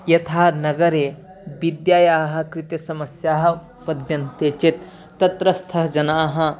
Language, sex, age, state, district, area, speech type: Sanskrit, male, 18-30, Odisha, Bargarh, rural, spontaneous